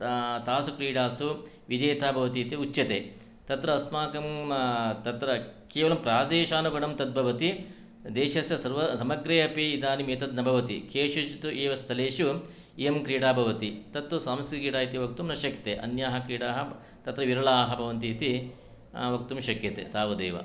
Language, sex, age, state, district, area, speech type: Sanskrit, male, 60+, Karnataka, Shimoga, urban, spontaneous